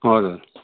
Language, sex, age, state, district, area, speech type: Nepali, male, 60+, West Bengal, Kalimpong, rural, conversation